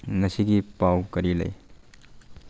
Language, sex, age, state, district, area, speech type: Manipuri, male, 30-45, Manipur, Kangpokpi, urban, read